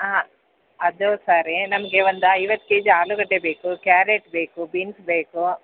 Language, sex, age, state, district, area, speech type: Kannada, female, 45-60, Karnataka, Bellary, rural, conversation